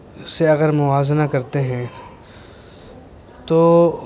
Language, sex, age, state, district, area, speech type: Urdu, male, 18-30, Uttar Pradesh, Muzaffarnagar, urban, spontaneous